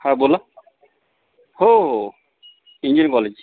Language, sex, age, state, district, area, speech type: Marathi, male, 45-60, Maharashtra, Akola, rural, conversation